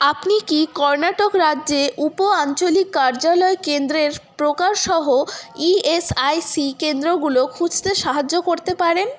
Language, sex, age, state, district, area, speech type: Bengali, female, 18-30, West Bengal, Paschim Bardhaman, rural, read